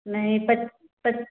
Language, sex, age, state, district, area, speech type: Hindi, female, 30-45, Uttar Pradesh, Ghazipur, urban, conversation